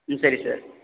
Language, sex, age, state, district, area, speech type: Tamil, male, 18-30, Tamil Nadu, Tiruvarur, rural, conversation